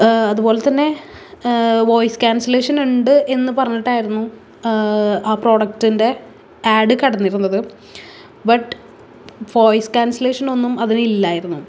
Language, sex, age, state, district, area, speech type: Malayalam, female, 18-30, Kerala, Thrissur, urban, spontaneous